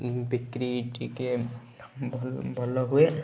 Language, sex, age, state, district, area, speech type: Odia, male, 18-30, Odisha, Kendujhar, urban, spontaneous